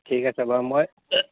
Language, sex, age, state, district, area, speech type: Assamese, male, 60+, Assam, Golaghat, urban, conversation